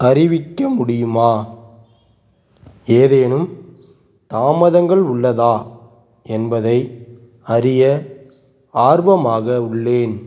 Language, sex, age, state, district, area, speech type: Tamil, male, 18-30, Tamil Nadu, Tiruchirappalli, rural, read